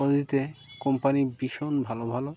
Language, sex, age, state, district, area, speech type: Bengali, male, 30-45, West Bengal, Birbhum, urban, spontaneous